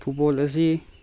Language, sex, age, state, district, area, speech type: Manipuri, male, 30-45, Manipur, Chandel, rural, spontaneous